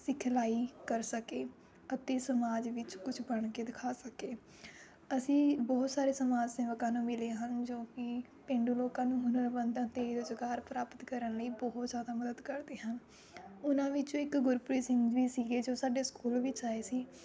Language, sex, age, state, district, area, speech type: Punjabi, female, 18-30, Punjab, Rupnagar, rural, spontaneous